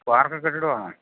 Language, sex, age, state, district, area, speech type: Malayalam, male, 60+, Kerala, Idukki, rural, conversation